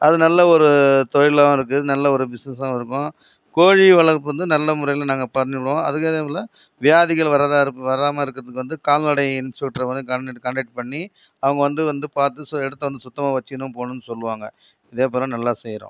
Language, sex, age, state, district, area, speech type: Tamil, male, 45-60, Tamil Nadu, Viluppuram, rural, spontaneous